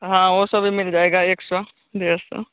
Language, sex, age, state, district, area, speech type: Hindi, male, 30-45, Bihar, Madhepura, rural, conversation